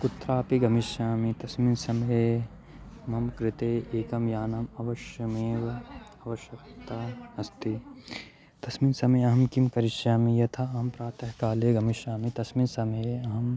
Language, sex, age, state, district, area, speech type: Sanskrit, male, 18-30, Madhya Pradesh, Katni, rural, spontaneous